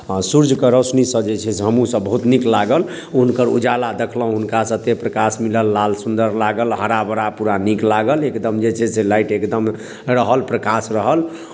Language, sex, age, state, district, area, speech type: Maithili, male, 30-45, Bihar, Darbhanga, rural, spontaneous